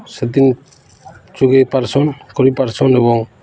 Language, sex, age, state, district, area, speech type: Odia, male, 30-45, Odisha, Balangir, urban, spontaneous